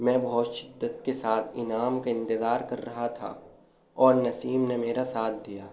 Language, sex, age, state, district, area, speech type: Urdu, male, 18-30, Delhi, Central Delhi, urban, spontaneous